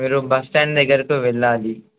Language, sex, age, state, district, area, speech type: Telugu, male, 18-30, Telangana, Adilabad, rural, conversation